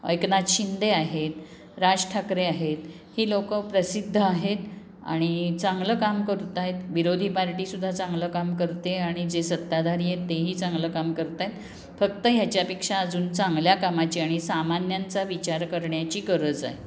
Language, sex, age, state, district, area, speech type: Marathi, female, 60+, Maharashtra, Pune, urban, spontaneous